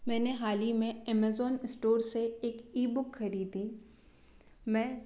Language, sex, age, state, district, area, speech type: Hindi, female, 18-30, Madhya Pradesh, Bhopal, urban, spontaneous